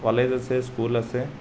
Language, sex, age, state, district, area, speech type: Assamese, male, 30-45, Assam, Nalbari, rural, spontaneous